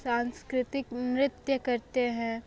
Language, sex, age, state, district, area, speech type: Hindi, female, 18-30, Uttar Pradesh, Sonbhadra, rural, spontaneous